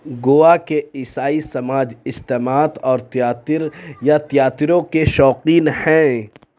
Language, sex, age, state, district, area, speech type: Urdu, male, 45-60, Uttar Pradesh, Lucknow, urban, read